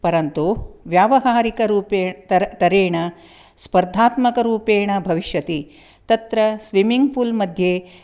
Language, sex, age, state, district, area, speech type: Sanskrit, female, 45-60, Karnataka, Dakshina Kannada, urban, spontaneous